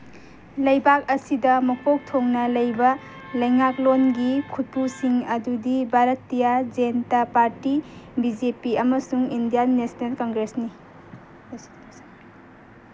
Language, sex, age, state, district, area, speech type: Manipuri, female, 18-30, Manipur, Kangpokpi, urban, read